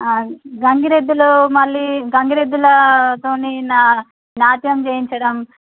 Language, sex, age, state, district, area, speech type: Telugu, female, 18-30, Andhra Pradesh, Visakhapatnam, urban, conversation